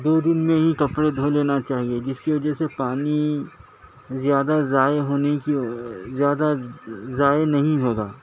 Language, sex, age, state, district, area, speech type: Urdu, male, 60+, Telangana, Hyderabad, urban, spontaneous